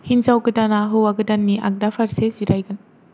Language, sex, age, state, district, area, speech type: Bodo, female, 18-30, Assam, Kokrajhar, rural, read